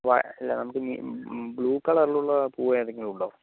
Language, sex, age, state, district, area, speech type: Malayalam, male, 45-60, Kerala, Palakkad, rural, conversation